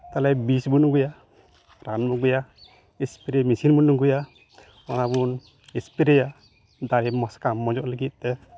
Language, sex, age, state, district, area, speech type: Santali, male, 45-60, West Bengal, Uttar Dinajpur, rural, spontaneous